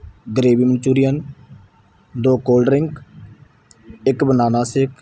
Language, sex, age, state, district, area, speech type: Punjabi, male, 18-30, Punjab, Mansa, rural, spontaneous